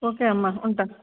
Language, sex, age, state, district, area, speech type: Telugu, female, 60+, Andhra Pradesh, West Godavari, rural, conversation